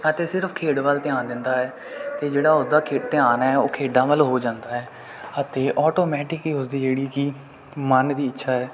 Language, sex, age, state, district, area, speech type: Punjabi, male, 18-30, Punjab, Kapurthala, rural, spontaneous